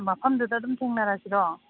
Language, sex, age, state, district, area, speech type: Manipuri, female, 45-60, Manipur, Imphal East, rural, conversation